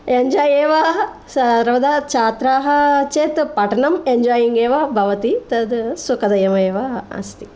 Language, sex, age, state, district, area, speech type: Sanskrit, female, 45-60, Andhra Pradesh, Guntur, urban, spontaneous